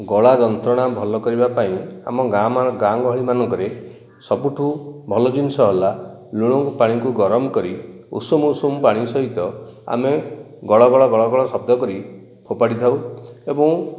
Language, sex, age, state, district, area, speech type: Odia, male, 45-60, Odisha, Nayagarh, rural, spontaneous